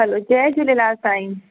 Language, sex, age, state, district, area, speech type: Sindhi, female, 30-45, Delhi, South Delhi, urban, conversation